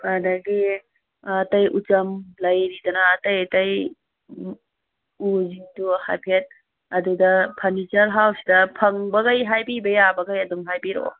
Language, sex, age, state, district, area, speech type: Manipuri, female, 60+, Manipur, Thoubal, rural, conversation